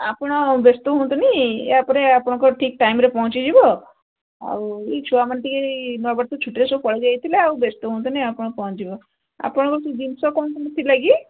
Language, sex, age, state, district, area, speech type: Odia, female, 60+, Odisha, Gajapati, rural, conversation